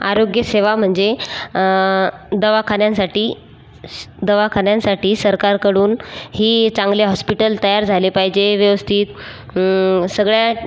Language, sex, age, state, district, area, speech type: Marathi, female, 18-30, Maharashtra, Buldhana, rural, spontaneous